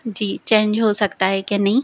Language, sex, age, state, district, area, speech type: Hindi, female, 18-30, Madhya Pradesh, Narsinghpur, urban, spontaneous